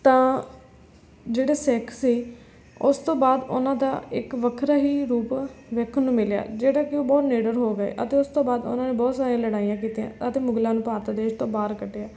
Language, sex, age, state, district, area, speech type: Punjabi, female, 18-30, Punjab, Fazilka, rural, spontaneous